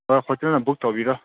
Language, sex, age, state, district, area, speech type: Manipuri, male, 18-30, Manipur, Senapati, rural, conversation